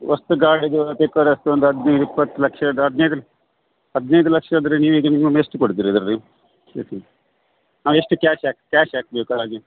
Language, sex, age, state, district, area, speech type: Kannada, male, 45-60, Karnataka, Udupi, rural, conversation